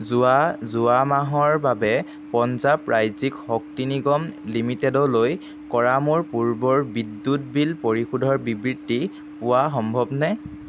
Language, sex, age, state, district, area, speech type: Assamese, male, 18-30, Assam, Jorhat, urban, read